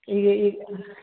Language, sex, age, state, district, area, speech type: Kannada, male, 18-30, Karnataka, Gulbarga, urban, conversation